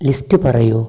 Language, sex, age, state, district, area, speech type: Malayalam, male, 18-30, Kerala, Wayanad, rural, read